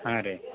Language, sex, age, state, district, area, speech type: Kannada, male, 30-45, Karnataka, Belgaum, rural, conversation